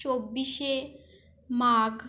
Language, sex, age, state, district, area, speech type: Bengali, female, 18-30, West Bengal, Purulia, urban, spontaneous